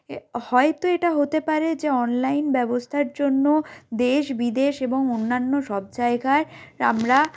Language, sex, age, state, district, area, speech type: Bengali, female, 18-30, West Bengal, Jalpaiguri, rural, spontaneous